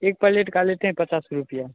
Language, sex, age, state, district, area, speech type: Hindi, male, 18-30, Bihar, Begusarai, rural, conversation